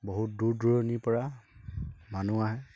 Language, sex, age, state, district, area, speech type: Assamese, male, 18-30, Assam, Dibrugarh, rural, spontaneous